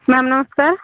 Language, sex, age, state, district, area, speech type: Odia, female, 18-30, Odisha, Subarnapur, urban, conversation